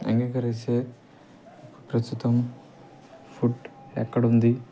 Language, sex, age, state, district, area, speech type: Telugu, male, 30-45, Andhra Pradesh, Nellore, urban, spontaneous